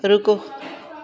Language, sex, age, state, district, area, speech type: Punjabi, female, 45-60, Punjab, Shaheed Bhagat Singh Nagar, urban, read